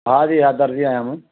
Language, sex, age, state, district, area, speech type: Sindhi, male, 60+, Delhi, South Delhi, rural, conversation